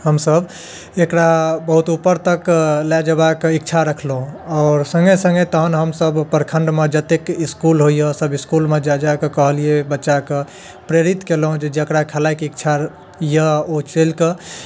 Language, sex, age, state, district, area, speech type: Maithili, male, 30-45, Bihar, Darbhanga, urban, spontaneous